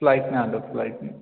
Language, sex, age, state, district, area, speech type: Marathi, male, 18-30, Maharashtra, Kolhapur, urban, conversation